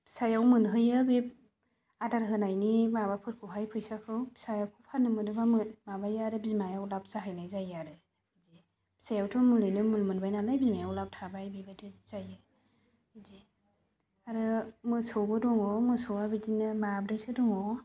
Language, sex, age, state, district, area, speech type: Bodo, female, 30-45, Assam, Chirang, rural, spontaneous